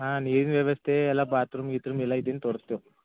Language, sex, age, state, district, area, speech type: Kannada, male, 18-30, Karnataka, Bidar, urban, conversation